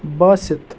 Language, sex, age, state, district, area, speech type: Kashmiri, male, 18-30, Jammu and Kashmir, Srinagar, urban, spontaneous